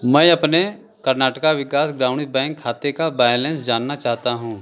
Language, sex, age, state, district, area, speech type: Hindi, male, 30-45, Uttar Pradesh, Chandauli, urban, read